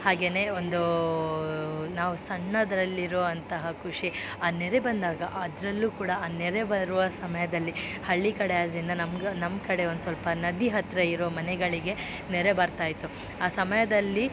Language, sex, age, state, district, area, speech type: Kannada, female, 18-30, Karnataka, Dakshina Kannada, rural, spontaneous